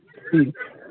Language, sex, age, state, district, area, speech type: Santali, male, 30-45, Jharkhand, East Singhbhum, rural, conversation